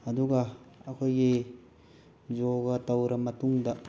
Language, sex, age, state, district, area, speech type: Manipuri, male, 45-60, Manipur, Bishnupur, rural, spontaneous